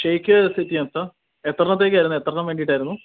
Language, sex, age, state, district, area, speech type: Malayalam, male, 18-30, Kerala, Idukki, rural, conversation